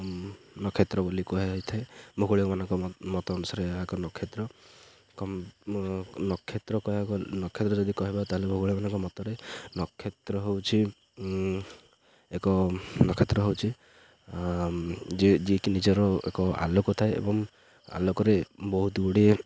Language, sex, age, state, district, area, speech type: Odia, male, 30-45, Odisha, Ganjam, urban, spontaneous